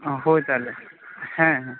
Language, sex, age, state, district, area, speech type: Santali, male, 18-30, West Bengal, Bankura, rural, conversation